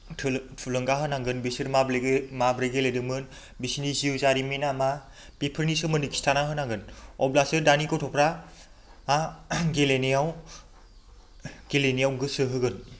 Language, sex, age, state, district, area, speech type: Bodo, male, 30-45, Assam, Chirang, rural, spontaneous